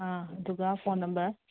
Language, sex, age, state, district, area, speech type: Manipuri, female, 45-60, Manipur, Imphal West, urban, conversation